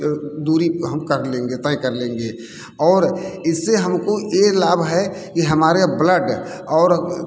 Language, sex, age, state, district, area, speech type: Hindi, male, 60+, Uttar Pradesh, Mirzapur, urban, spontaneous